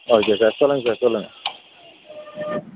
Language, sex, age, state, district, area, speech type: Tamil, male, 30-45, Tamil Nadu, Dharmapuri, rural, conversation